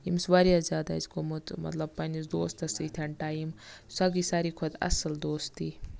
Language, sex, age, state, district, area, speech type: Kashmiri, female, 18-30, Jammu and Kashmir, Baramulla, rural, spontaneous